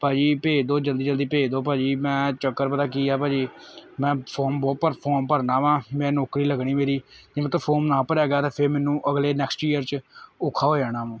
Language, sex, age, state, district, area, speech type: Punjabi, male, 18-30, Punjab, Kapurthala, urban, spontaneous